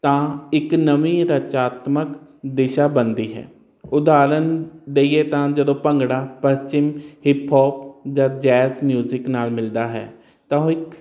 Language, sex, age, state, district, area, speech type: Punjabi, male, 30-45, Punjab, Hoshiarpur, urban, spontaneous